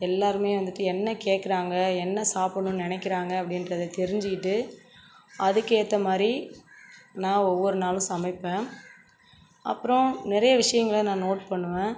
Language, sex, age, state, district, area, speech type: Tamil, female, 45-60, Tamil Nadu, Cuddalore, rural, spontaneous